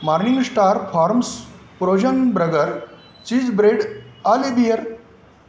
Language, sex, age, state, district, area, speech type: Marathi, male, 60+, Maharashtra, Nanded, urban, spontaneous